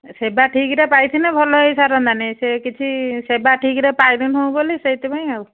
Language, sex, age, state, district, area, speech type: Odia, female, 45-60, Odisha, Angul, rural, conversation